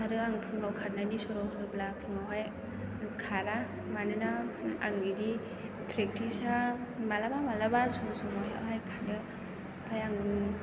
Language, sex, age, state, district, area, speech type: Bodo, female, 18-30, Assam, Chirang, rural, spontaneous